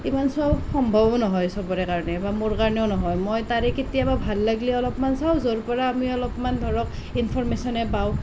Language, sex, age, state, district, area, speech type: Assamese, female, 30-45, Assam, Nalbari, rural, spontaneous